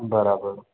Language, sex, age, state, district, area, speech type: Sindhi, male, 30-45, Gujarat, Junagadh, urban, conversation